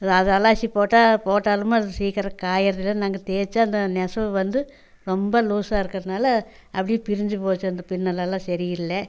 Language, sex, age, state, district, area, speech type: Tamil, female, 60+, Tamil Nadu, Coimbatore, rural, spontaneous